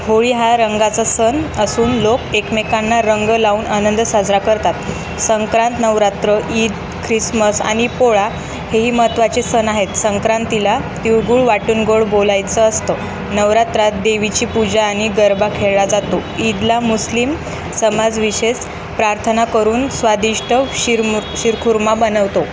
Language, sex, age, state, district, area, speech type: Marathi, female, 18-30, Maharashtra, Jalna, urban, spontaneous